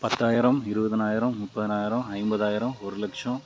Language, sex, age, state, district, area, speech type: Tamil, male, 30-45, Tamil Nadu, Dharmapuri, rural, spontaneous